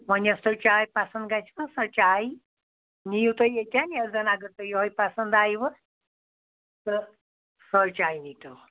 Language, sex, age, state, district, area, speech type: Kashmiri, female, 60+, Jammu and Kashmir, Anantnag, rural, conversation